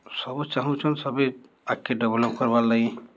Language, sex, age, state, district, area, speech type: Odia, male, 45-60, Odisha, Balangir, urban, spontaneous